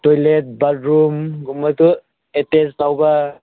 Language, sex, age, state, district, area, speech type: Manipuri, male, 18-30, Manipur, Senapati, rural, conversation